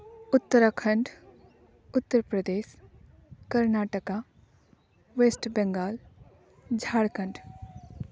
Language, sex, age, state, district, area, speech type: Santali, female, 18-30, West Bengal, Paschim Bardhaman, rural, spontaneous